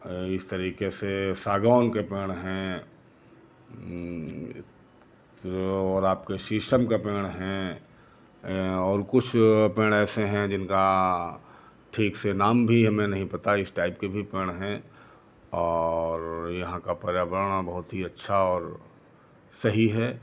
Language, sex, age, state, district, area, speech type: Hindi, male, 60+, Uttar Pradesh, Lucknow, rural, spontaneous